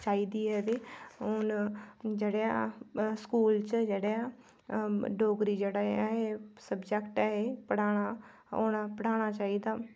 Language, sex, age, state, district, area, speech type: Dogri, female, 18-30, Jammu and Kashmir, Udhampur, rural, spontaneous